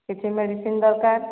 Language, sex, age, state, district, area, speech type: Odia, female, 45-60, Odisha, Sambalpur, rural, conversation